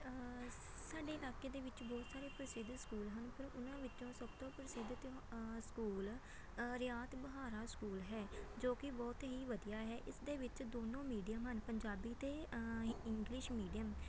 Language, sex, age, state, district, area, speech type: Punjabi, female, 18-30, Punjab, Shaheed Bhagat Singh Nagar, urban, spontaneous